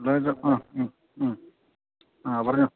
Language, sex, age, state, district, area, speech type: Malayalam, male, 45-60, Kerala, Kottayam, rural, conversation